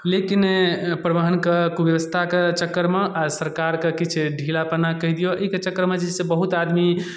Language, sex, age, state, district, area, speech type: Maithili, male, 18-30, Bihar, Darbhanga, rural, spontaneous